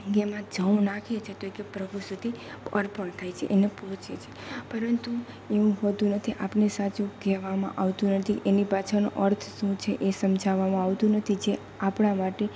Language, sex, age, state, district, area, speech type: Gujarati, female, 18-30, Gujarat, Rajkot, rural, spontaneous